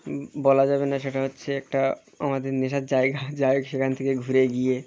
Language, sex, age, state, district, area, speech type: Bengali, male, 30-45, West Bengal, Birbhum, urban, spontaneous